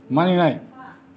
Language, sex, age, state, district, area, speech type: Bodo, male, 60+, Assam, Kokrajhar, urban, read